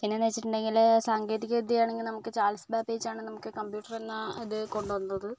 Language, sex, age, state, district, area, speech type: Malayalam, female, 18-30, Kerala, Kozhikode, urban, spontaneous